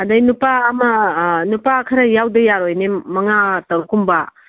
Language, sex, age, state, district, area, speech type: Manipuri, female, 60+, Manipur, Kangpokpi, urban, conversation